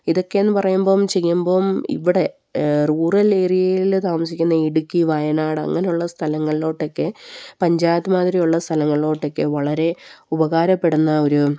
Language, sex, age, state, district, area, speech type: Malayalam, female, 30-45, Kerala, Palakkad, rural, spontaneous